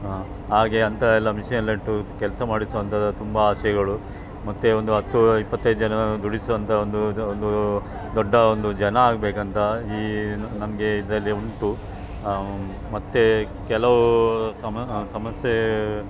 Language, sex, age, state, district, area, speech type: Kannada, male, 45-60, Karnataka, Dakshina Kannada, rural, spontaneous